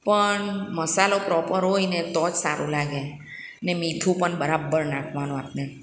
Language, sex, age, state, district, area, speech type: Gujarati, female, 60+, Gujarat, Surat, urban, spontaneous